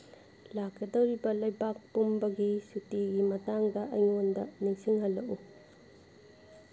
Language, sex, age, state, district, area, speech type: Manipuri, female, 45-60, Manipur, Kangpokpi, urban, read